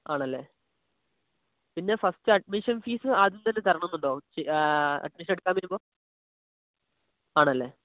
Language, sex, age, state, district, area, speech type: Malayalam, male, 18-30, Kerala, Wayanad, rural, conversation